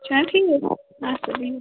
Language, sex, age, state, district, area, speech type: Kashmiri, female, 18-30, Jammu and Kashmir, Srinagar, rural, conversation